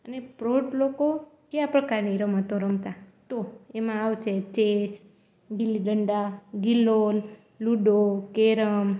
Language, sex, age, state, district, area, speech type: Gujarati, female, 18-30, Gujarat, Junagadh, rural, spontaneous